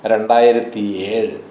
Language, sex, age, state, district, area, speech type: Malayalam, male, 60+, Kerala, Kottayam, rural, spontaneous